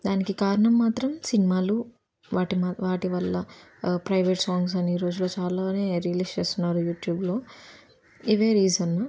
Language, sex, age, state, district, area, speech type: Telugu, female, 18-30, Andhra Pradesh, Nellore, urban, spontaneous